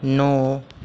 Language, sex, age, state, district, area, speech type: Hindi, male, 18-30, Madhya Pradesh, Harda, rural, read